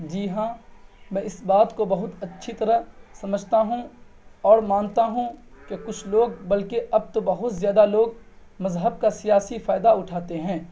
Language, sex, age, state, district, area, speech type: Urdu, male, 18-30, Bihar, Purnia, rural, spontaneous